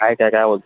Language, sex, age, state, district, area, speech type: Marathi, male, 18-30, Maharashtra, Thane, urban, conversation